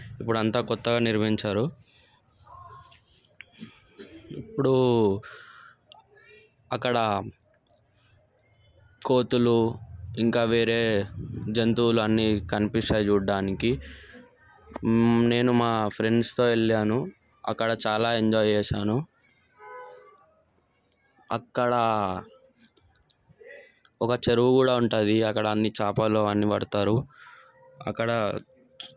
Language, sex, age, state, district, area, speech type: Telugu, male, 18-30, Telangana, Sangareddy, urban, spontaneous